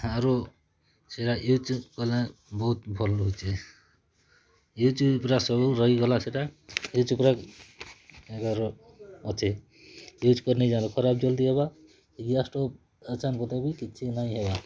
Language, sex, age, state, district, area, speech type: Odia, male, 45-60, Odisha, Kalahandi, rural, spontaneous